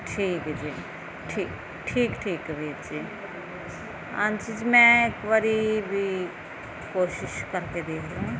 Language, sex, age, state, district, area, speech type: Punjabi, female, 30-45, Punjab, Firozpur, rural, spontaneous